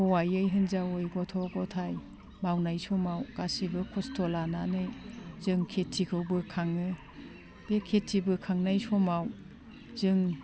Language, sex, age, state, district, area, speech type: Bodo, female, 60+, Assam, Udalguri, rural, spontaneous